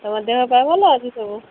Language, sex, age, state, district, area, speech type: Odia, female, 30-45, Odisha, Kendrapara, urban, conversation